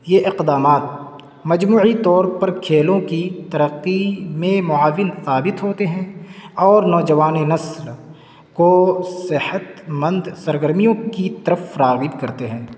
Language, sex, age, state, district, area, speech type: Urdu, male, 18-30, Uttar Pradesh, Siddharthnagar, rural, spontaneous